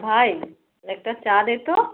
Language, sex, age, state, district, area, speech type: Bengali, female, 45-60, West Bengal, Howrah, urban, conversation